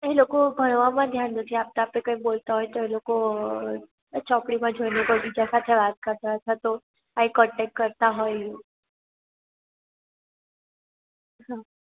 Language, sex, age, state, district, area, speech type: Gujarati, female, 18-30, Gujarat, Surat, urban, conversation